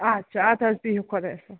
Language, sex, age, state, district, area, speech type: Kashmiri, female, 45-60, Jammu and Kashmir, Ganderbal, rural, conversation